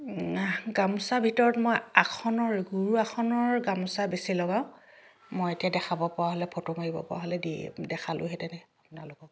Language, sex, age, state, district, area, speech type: Assamese, female, 60+, Assam, Dhemaji, urban, spontaneous